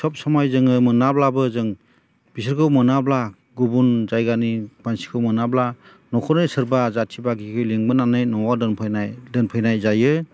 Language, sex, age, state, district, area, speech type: Bodo, male, 45-60, Assam, Chirang, rural, spontaneous